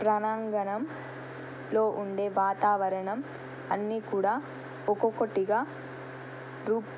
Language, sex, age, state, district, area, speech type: Telugu, female, 18-30, Telangana, Nirmal, rural, spontaneous